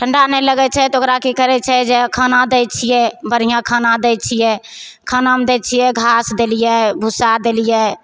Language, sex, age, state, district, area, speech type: Maithili, female, 30-45, Bihar, Begusarai, rural, spontaneous